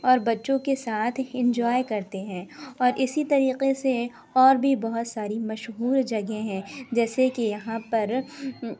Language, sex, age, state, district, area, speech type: Urdu, female, 30-45, Uttar Pradesh, Lucknow, rural, spontaneous